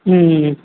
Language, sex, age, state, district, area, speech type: Tamil, male, 18-30, Tamil Nadu, Kallakurichi, rural, conversation